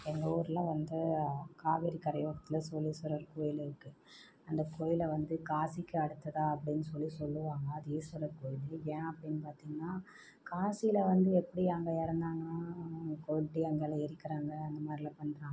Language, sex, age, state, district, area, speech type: Tamil, female, 30-45, Tamil Nadu, Namakkal, rural, spontaneous